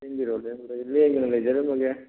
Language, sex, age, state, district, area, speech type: Manipuri, male, 60+, Manipur, Thoubal, rural, conversation